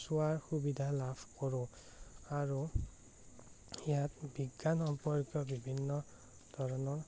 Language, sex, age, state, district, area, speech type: Assamese, male, 18-30, Assam, Morigaon, rural, spontaneous